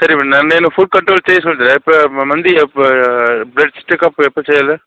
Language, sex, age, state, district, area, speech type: Telugu, female, 60+, Andhra Pradesh, Chittoor, rural, conversation